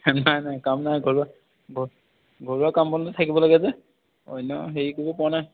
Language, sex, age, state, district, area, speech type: Assamese, male, 30-45, Assam, Dhemaji, rural, conversation